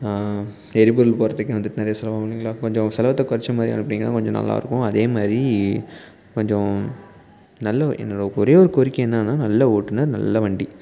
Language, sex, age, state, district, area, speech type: Tamil, male, 18-30, Tamil Nadu, Salem, rural, spontaneous